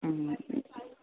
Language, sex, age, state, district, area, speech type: Marathi, female, 30-45, Maharashtra, Hingoli, urban, conversation